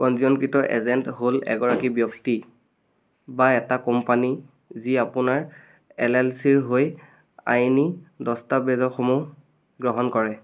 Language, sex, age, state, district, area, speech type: Assamese, male, 18-30, Assam, Biswanath, rural, read